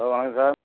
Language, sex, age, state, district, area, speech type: Tamil, male, 60+, Tamil Nadu, Tiruvarur, rural, conversation